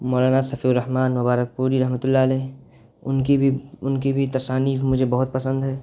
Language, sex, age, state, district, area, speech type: Urdu, male, 18-30, Uttar Pradesh, Siddharthnagar, rural, spontaneous